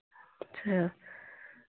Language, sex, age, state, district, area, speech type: Hindi, female, 45-60, Uttar Pradesh, Hardoi, rural, conversation